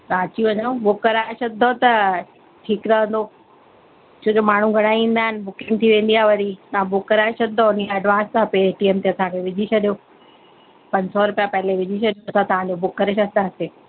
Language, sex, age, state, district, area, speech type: Sindhi, female, 45-60, Delhi, South Delhi, urban, conversation